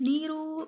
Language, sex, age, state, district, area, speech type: Kannada, female, 18-30, Karnataka, Tumkur, urban, spontaneous